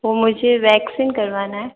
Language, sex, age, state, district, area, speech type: Hindi, female, 18-30, Rajasthan, Jodhpur, urban, conversation